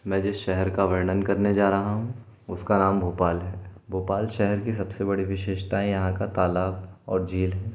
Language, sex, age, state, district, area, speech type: Hindi, male, 18-30, Madhya Pradesh, Bhopal, urban, spontaneous